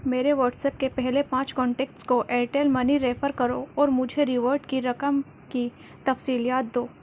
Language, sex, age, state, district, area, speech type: Urdu, female, 18-30, Delhi, Central Delhi, urban, read